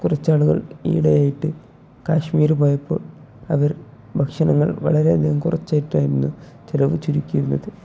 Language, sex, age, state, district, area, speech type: Malayalam, male, 18-30, Kerala, Kozhikode, rural, spontaneous